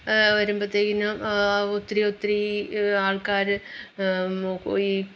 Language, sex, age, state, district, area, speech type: Malayalam, female, 45-60, Kerala, Pathanamthitta, urban, spontaneous